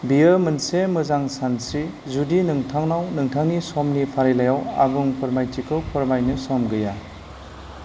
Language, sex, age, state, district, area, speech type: Bodo, male, 45-60, Assam, Kokrajhar, rural, read